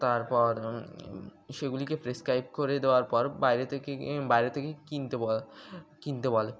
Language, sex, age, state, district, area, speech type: Bengali, male, 18-30, West Bengal, Birbhum, urban, spontaneous